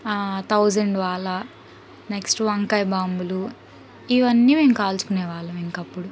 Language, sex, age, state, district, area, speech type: Telugu, female, 30-45, Andhra Pradesh, Palnadu, urban, spontaneous